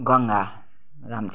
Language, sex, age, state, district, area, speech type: Nepali, female, 60+, West Bengal, Kalimpong, rural, spontaneous